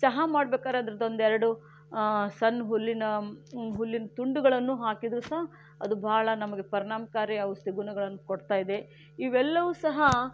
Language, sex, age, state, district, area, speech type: Kannada, female, 60+, Karnataka, Shimoga, rural, spontaneous